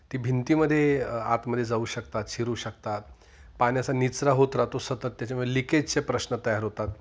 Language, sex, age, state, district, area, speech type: Marathi, male, 45-60, Maharashtra, Nashik, urban, spontaneous